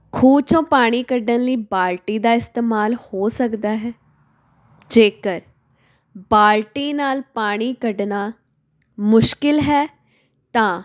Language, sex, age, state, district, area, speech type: Punjabi, female, 18-30, Punjab, Tarn Taran, urban, spontaneous